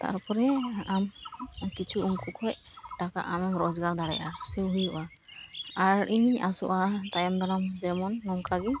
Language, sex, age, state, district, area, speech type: Santali, female, 18-30, West Bengal, Malda, rural, spontaneous